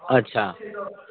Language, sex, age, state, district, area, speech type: Maithili, male, 30-45, Bihar, Muzaffarpur, rural, conversation